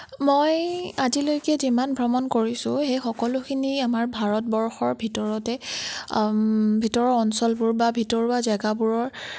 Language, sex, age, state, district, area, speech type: Assamese, female, 18-30, Assam, Nagaon, rural, spontaneous